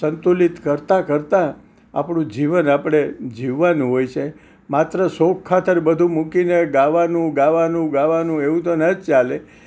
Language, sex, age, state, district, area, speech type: Gujarati, male, 60+, Gujarat, Kheda, rural, spontaneous